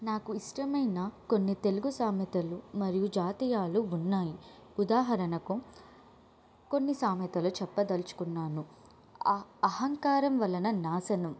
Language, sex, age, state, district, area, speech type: Telugu, female, 18-30, Telangana, Adilabad, urban, spontaneous